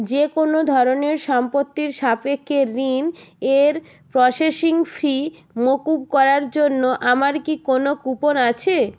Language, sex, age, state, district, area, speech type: Bengali, female, 45-60, West Bengal, Jalpaiguri, rural, read